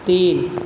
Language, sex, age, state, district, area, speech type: Hindi, male, 30-45, Uttar Pradesh, Azamgarh, rural, read